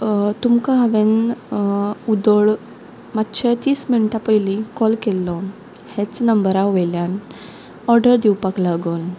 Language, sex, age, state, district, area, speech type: Goan Konkani, female, 18-30, Goa, Quepem, rural, spontaneous